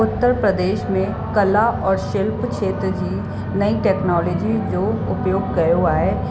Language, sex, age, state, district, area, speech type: Sindhi, female, 45-60, Uttar Pradesh, Lucknow, urban, spontaneous